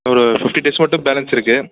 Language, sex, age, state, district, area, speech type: Tamil, male, 30-45, Tamil Nadu, Mayiladuthurai, urban, conversation